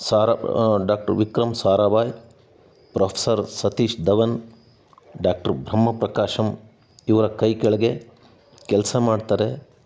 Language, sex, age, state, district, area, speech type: Kannada, male, 60+, Karnataka, Chitradurga, rural, spontaneous